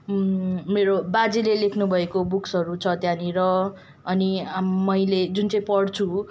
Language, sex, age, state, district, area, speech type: Nepali, female, 18-30, West Bengal, Kalimpong, rural, spontaneous